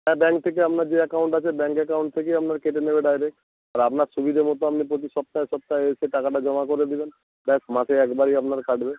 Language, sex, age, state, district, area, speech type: Bengali, male, 30-45, West Bengal, North 24 Parganas, rural, conversation